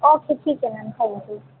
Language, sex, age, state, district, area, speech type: Hindi, female, 18-30, Madhya Pradesh, Harda, urban, conversation